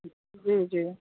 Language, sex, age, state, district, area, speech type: Sindhi, female, 45-60, Uttar Pradesh, Lucknow, urban, conversation